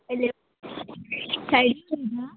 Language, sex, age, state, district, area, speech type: Goan Konkani, female, 18-30, Goa, Ponda, rural, conversation